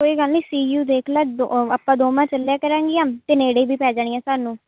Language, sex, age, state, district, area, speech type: Punjabi, female, 18-30, Punjab, Shaheed Bhagat Singh Nagar, urban, conversation